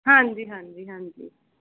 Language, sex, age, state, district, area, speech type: Punjabi, female, 18-30, Punjab, Fazilka, rural, conversation